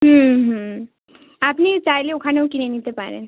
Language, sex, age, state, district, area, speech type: Bengali, female, 18-30, West Bengal, Bankura, rural, conversation